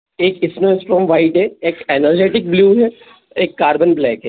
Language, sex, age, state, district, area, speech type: Hindi, male, 18-30, Madhya Pradesh, Bhopal, urban, conversation